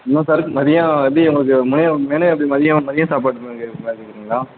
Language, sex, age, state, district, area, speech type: Tamil, male, 18-30, Tamil Nadu, Madurai, rural, conversation